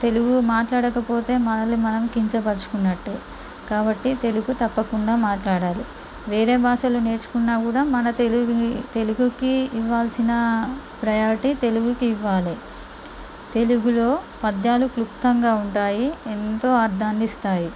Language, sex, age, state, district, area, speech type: Telugu, female, 18-30, Andhra Pradesh, Visakhapatnam, urban, spontaneous